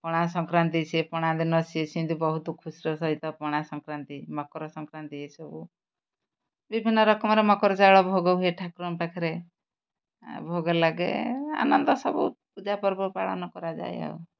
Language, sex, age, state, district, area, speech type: Odia, female, 60+, Odisha, Kendrapara, urban, spontaneous